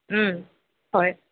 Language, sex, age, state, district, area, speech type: Assamese, female, 18-30, Assam, Jorhat, urban, conversation